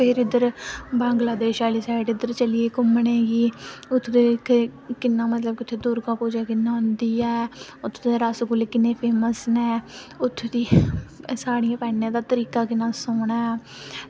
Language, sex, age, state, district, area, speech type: Dogri, female, 18-30, Jammu and Kashmir, Samba, rural, spontaneous